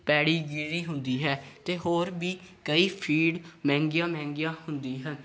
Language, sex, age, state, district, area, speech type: Punjabi, male, 18-30, Punjab, Gurdaspur, rural, spontaneous